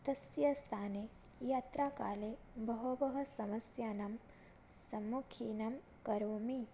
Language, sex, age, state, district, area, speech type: Sanskrit, female, 18-30, Odisha, Bhadrak, rural, spontaneous